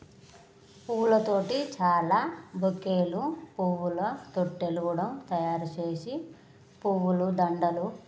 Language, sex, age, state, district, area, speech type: Telugu, female, 30-45, Telangana, Jagtial, rural, spontaneous